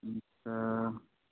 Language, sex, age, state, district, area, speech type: Nepali, male, 30-45, West Bengal, Kalimpong, rural, conversation